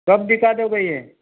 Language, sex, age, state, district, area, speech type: Hindi, male, 45-60, Rajasthan, Jodhpur, urban, conversation